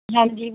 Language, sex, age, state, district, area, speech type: Punjabi, female, 30-45, Punjab, Fazilka, rural, conversation